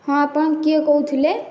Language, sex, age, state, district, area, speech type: Odia, female, 18-30, Odisha, Kendrapara, urban, spontaneous